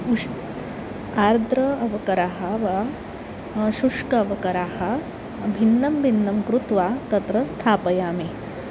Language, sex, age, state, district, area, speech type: Sanskrit, female, 30-45, Maharashtra, Nagpur, urban, spontaneous